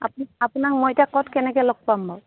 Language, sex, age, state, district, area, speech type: Assamese, female, 45-60, Assam, Dibrugarh, rural, conversation